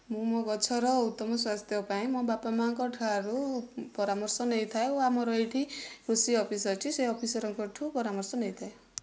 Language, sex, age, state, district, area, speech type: Odia, female, 45-60, Odisha, Kandhamal, rural, spontaneous